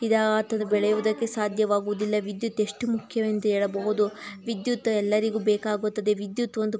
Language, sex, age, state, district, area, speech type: Kannada, female, 30-45, Karnataka, Tumkur, rural, spontaneous